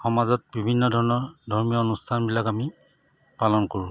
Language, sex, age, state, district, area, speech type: Assamese, male, 45-60, Assam, Charaideo, urban, spontaneous